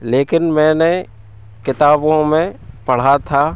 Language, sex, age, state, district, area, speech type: Hindi, male, 30-45, Madhya Pradesh, Hoshangabad, rural, spontaneous